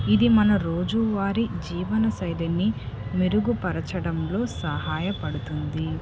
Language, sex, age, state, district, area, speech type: Telugu, female, 18-30, Andhra Pradesh, Nellore, rural, spontaneous